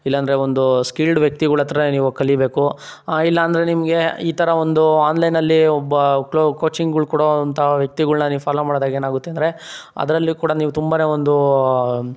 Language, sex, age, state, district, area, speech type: Kannada, male, 18-30, Karnataka, Chikkaballapur, urban, spontaneous